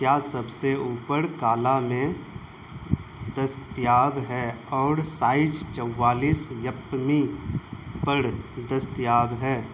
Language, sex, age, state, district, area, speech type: Urdu, male, 18-30, Bihar, Saharsa, urban, read